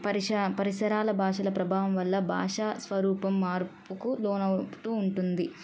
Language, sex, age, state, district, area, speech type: Telugu, female, 18-30, Telangana, Siddipet, urban, spontaneous